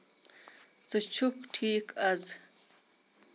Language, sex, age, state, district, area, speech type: Kashmiri, female, 30-45, Jammu and Kashmir, Kupwara, urban, read